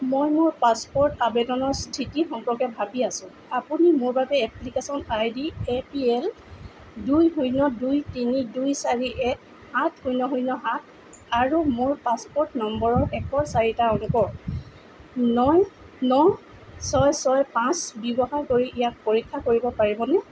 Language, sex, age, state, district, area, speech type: Assamese, female, 45-60, Assam, Tinsukia, rural, read